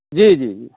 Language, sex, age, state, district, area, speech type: Maithili, female, 60+, Bihar, Madhubani, urban, conversation